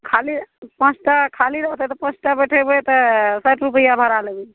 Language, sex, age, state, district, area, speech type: Maithili, female, 45-60, Bihar, Araria, rural, conversation